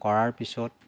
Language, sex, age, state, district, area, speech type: Assamese, male, 60+, Assam, Lakhimpur, urban, spontaneous